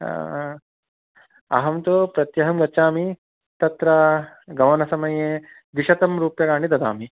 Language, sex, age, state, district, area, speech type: Sanskrit, male, 30-45, Telangana, Hyderabad, urban, conversation